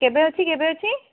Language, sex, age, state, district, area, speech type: Odia, female, 45-60, Odisha, Bhadrak, rural, conversation